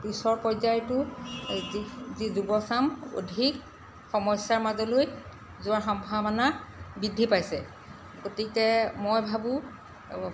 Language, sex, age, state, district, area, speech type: Assamese, female, 45-60, Assam, Golaghat, urban, spontaneous